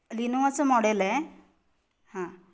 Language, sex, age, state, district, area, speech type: Marathi, female, 45-60, Maharashtra, Kolhapur, urban, spontaneous